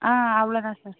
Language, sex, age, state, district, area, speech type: Tamil, female, 18-30, Tamil Nadu, Pudukkottai, rural, conversation